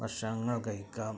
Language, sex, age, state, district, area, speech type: Malayalam, male, 45-60, Kerala, Malappuram, rural, spontaneous